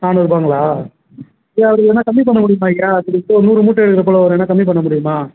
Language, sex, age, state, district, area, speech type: Tamil, male, 18-30, Tamil Nadu, Kallakurichi, rural, conversation